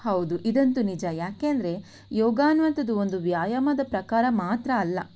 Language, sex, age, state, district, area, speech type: Kannada, female, 18-30, Karnataka, Shimoga, rural, spontaneous